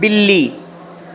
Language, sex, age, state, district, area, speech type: Dogri, male, 18-30, Jammu and Kashmir, Reasi, rural, read